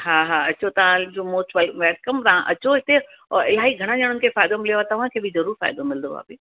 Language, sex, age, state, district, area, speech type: Sindhi, female, 45-60, Uttar Pradesh, Lucknow, urban, conversation